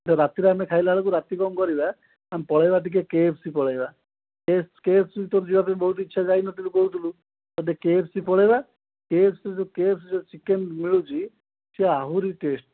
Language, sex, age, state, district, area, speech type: Odia, male, 18-30, Odisha, Dhenkanal, rural, conversation